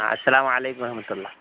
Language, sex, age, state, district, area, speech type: Urdu, male, 60+, Bihar, Madhubani, urban, conversation